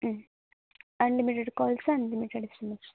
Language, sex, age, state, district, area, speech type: Malayalam, female, 18-30, Kerala, Kasaragod, rural, conversation